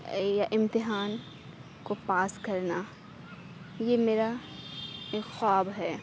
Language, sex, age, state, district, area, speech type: Urdu, female, 18-30, Uttar Pradesh, Aligarh, rural, spontaneous